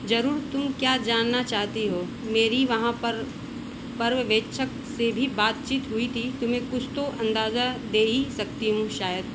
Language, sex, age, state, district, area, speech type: Hindi, female, 30-45, Uttar Pradesh, Mau, rural, read